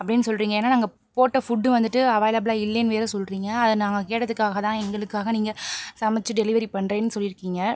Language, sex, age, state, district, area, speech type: Tamil, female, 45-60, Tamil Nadu, Pudukkottai, rural, spontaneous